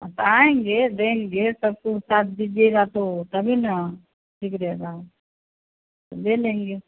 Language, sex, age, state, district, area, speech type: Hindi, female, 60+, Bihar, Madhepura, rural, conversation